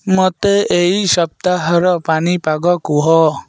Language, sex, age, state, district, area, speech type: Odia, male, 18-30, Odisha, Malkangiri, urban, read